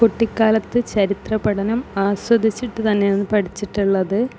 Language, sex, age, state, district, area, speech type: Malayalam, female, 30-45, Kerala, Kasaragod, rural, spontaneous